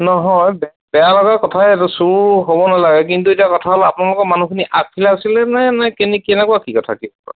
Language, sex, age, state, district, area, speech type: Assamese, male, 45-60, Assam, Sivasagar, rural, conversation